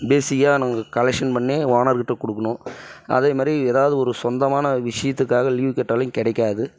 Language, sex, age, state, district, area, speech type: Tamil, female, 18-30, Tamil Nadu, Dharmapuri, urban, spontaneous